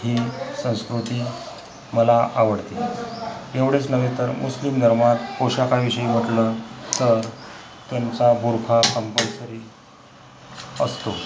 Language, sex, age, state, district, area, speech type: Marathi, male, 45-60, Maharashtra, Akola, rural, spontaneous